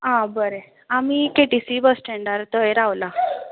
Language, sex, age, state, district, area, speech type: Goan Konkani, female, 45-60, Goa, Ponda, rural, conversation